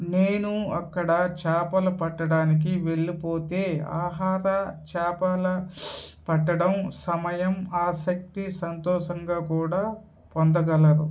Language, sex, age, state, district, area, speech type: Telugu, male, 30-45, Andhra Pradesh, Kadapa, rural, spontaneous